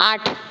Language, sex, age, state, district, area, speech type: Marathi, female, 30-45, Maharashtra, Buldhana, urban, read